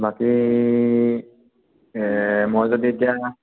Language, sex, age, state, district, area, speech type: Assamese, male, 18-30, Assam, Sivasagar, rural, conversation